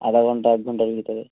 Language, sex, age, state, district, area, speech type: Bengali, male, 30-45, West Bengal, Hooghly, urban, conversation